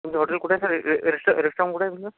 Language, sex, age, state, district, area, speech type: Marathi, male, 30-45, Maharashtra, Akola, urban, conversation